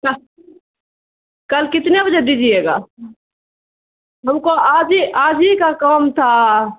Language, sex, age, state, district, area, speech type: Urdu, female, 45-60, Bihar, Khagaria, rural, conversation